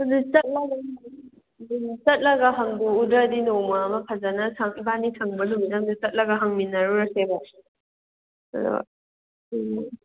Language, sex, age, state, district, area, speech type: Manipuri, female, 18-30, Manipur, Kakching, urban, conversation